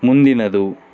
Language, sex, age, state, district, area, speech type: Kannada, male, 30-45, Karnataka, Davanagere, rural, read